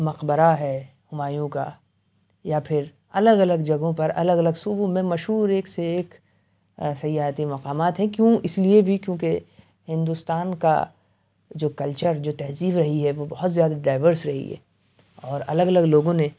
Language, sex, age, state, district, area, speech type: Urdu, male, 30-45, Uttar Pradesh, Aligarh, rural, spontaneous